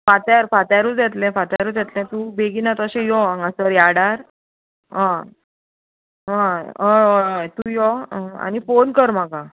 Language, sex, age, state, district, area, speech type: Goan Konkani, female, 18-30, Goa, Murmgao, urban, conversation